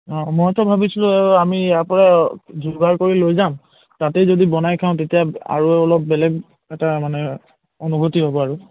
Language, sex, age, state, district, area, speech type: Assamese, male, 30-45, Assam, Charaideo, urban, conversation